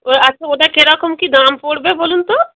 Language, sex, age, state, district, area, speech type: Bengali, female, 45-60, West Bengal, North 24 Parganas, urban, conversation